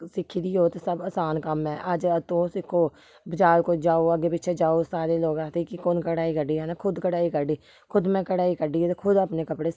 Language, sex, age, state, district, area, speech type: Dogri, female, 30-45, Jammu and Kashmir, Samba, rural, spontaneous